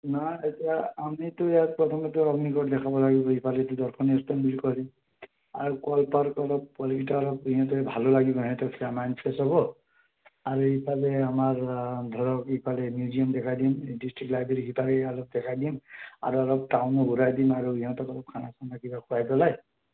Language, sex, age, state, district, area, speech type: Assamese, male, 30-45, Assam, Sonitpur, rural, conversation